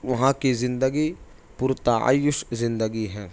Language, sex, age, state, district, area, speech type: Urdu, male, 18-30, Maharashtra, Nashik, urban, spontaneous